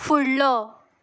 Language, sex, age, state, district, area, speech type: Goan Konkani, female, 18-30, Goa, Ponda, rural, read